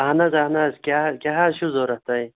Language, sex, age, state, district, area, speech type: Kashmiri, male, 30-45, Jammu and Kashmir, Pulwama, rural, conversation